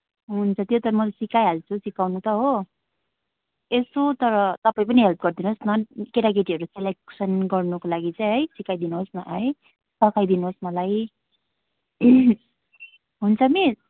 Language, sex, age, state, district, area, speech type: Nepali, female, 18-30, West Bengal, Kalimpong, rural, conversation